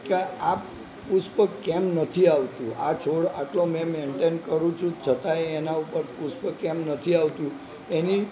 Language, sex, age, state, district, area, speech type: Gujarati, male, 60+, Gujarat, Narmada, urban, spontaneous